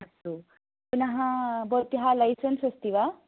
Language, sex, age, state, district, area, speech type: Sanskrit, female, 18-30, Karnataka, Belgaum, urban, conversation